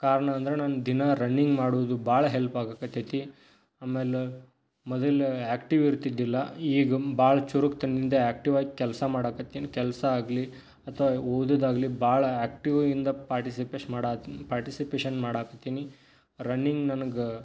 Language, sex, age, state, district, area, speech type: Kannada, male, 18-30, Karnataka, Dharwad, urban, spontaneous